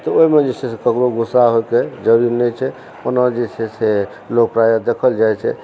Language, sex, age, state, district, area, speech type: Maithili, male, 45-60, Bihar, Supaul, rural, spontaneous